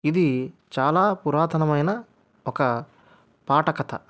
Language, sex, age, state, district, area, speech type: Telugu, male, 30-45, Andhra Pradesh, Anantapur, urban, spontaneous